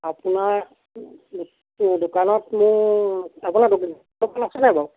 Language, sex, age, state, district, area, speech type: Assamese, male, 45-60, Assam, Jorhat, urban, conversation